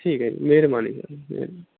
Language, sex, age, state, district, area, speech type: Punjabi, male, 30-45, Punjab, Bathinda, urban, conversation